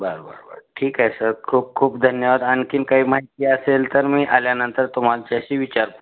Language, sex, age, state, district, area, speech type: Marathi, male, 45-60, Maharashtra, Osmanabad, rural, conversation